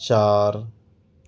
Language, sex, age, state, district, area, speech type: Urdu, male, 30-45, Delhi, South Delhi, rural, read